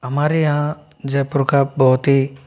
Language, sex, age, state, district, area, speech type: Hindi, male, 60+, Rajasthan, Jaipur, urban, spontaneous